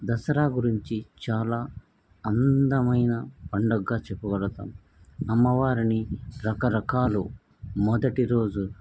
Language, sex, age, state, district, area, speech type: Telugu, male, 45-60, Andhra Pradesh, Krishna, urban, spontaneous